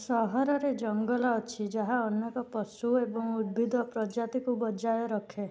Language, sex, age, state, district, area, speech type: Odia, female, 18-30, Odisha, Cuttack, urban, read